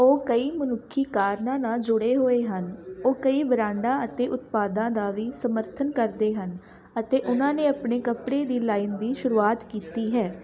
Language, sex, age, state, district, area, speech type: Punjabi, female, 18-30, Punjab, Shaheed Bhagat Singh Nagar, rural, read